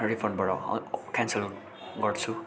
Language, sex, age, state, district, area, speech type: Nepali, male, 18-30, West Bengal, Darjeeling, rural, spontaneous